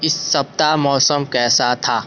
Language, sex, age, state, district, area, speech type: Hindi, male, 45-60, Uttar Pradesh, Sonbhadra, rural, read